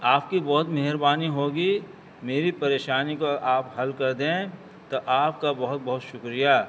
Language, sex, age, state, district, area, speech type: Urdu, male, 60+, Delhi, North East Delhi, urban, spontaneous